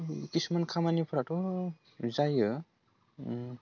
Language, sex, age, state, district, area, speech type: Bodo, male, 18-30, Assam, Udalguri, rural, spontaneous